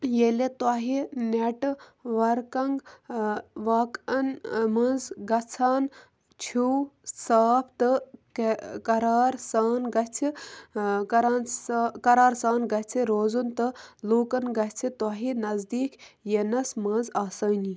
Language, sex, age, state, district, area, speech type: Kashmiri, female, 18-30, Jammu and Kashmir, Kupwara, rural, read